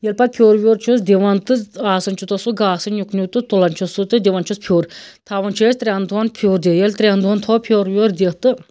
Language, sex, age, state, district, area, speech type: Kashmiri, female, 30-45, Jammu and Kashmir, Anantnag, rural, spontaneous